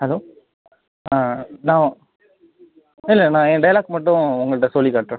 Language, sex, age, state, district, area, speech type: Tamil, male, 18-30, Tamil Nadu, Nagapattinam, rural, conversation